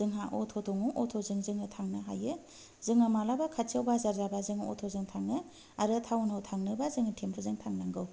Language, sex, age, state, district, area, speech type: Bodo, female, 30-45, Assam, Kokrajhar, rural, spontaneous